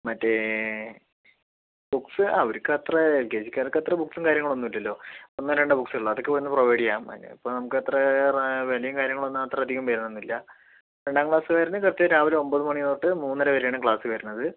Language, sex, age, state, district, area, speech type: Malayalam, male, 30-45, Kerala, Palakkad, rural, conversation